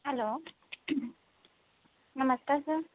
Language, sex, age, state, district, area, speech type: Punjabi, female, 30-45, Punjab, Gurdaspur, rural, conversation